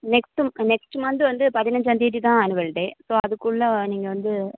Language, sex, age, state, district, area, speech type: Tamil, female, 18-30, Tamil Nadu, Sivaganga, rural, conversation